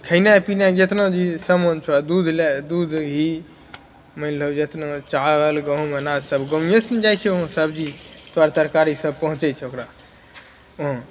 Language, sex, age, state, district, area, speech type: Maithili, male, 18-30, Bihar, Begusarai, rural, spontaneous